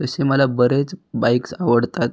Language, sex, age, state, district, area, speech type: Marathi, male, 18-30, Maharashtra, Raigad, rural, spontaneous